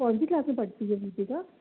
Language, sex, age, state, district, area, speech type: Hindi, male, 30-45, Madhya Pradesh, Bhopal, urban, conversation